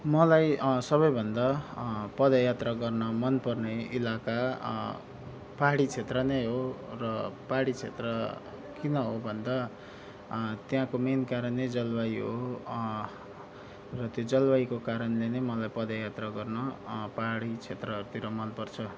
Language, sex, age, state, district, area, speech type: Nepali, male, 18-30, West Bengal, Darjeeling, rural, spontaneous